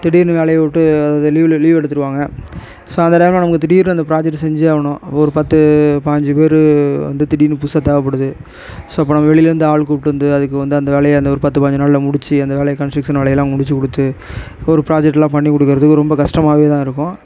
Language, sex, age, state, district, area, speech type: Tamil, male, 30-45, Tamil Nadu, Tiruvarur, rural, spontaneous